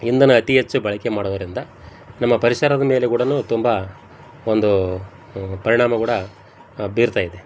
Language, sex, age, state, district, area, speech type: Kannada, male, 45-60, Karnataka, Koppal, rural, spontaneous